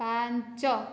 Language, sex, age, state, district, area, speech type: Odia, female, 18-30, Odisha, Dhenkanal, rural, read